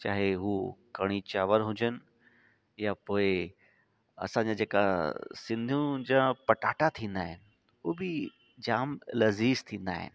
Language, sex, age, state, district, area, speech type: Sindhi, male, 30-45, Delhi, South Delhi, urban, spontaneous